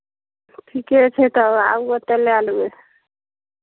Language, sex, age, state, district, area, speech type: Maithili, female, 45-60, Bihar, Araria, rural, conversation